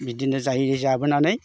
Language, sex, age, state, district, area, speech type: Bodo, male, 60+, Assam, Chirang, rural, spontaneous